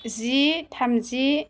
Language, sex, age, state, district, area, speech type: Bodo, female, 30-45, Assam, Chirang, rural, spontaneous